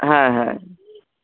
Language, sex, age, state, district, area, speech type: Bengali, male, 18-30, West Bengal, Howrah, urban, conversation